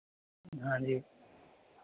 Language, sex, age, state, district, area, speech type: Hindi, male, 18-30, Madhya Pradesh, Ujjain, urban, conversation